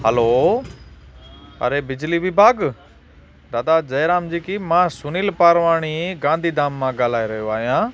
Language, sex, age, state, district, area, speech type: Sindhi, male, 30-45, Gujarat, Kutch, urban, spontaneous